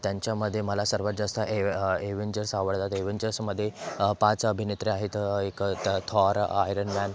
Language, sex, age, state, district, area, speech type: Marathi, male, 18-30, Maharashtra, Thane, urban, spontaneous